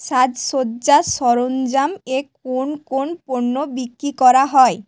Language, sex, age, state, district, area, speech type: Bengali, female, 18-30, West Bengal, Hooghly, urban, read